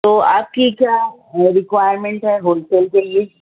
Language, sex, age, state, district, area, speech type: Urdu, female, 30-45, Maharashtra, Nashik, rural, conversation